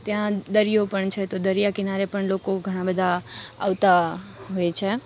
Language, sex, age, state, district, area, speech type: Gujarati, female, 18-30, Gujarat, Rajkot, urban, spontaneous